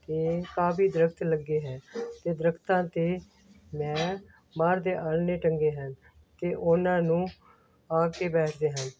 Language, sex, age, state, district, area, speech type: Punjabi, female, 60+, Punjab, Hoshiarpur, rural, spontaneous